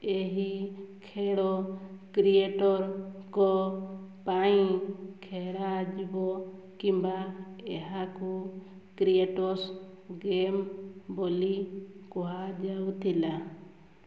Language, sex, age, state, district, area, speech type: Odia, female, 30-45, Odisha, Mayurbhanj, rural, read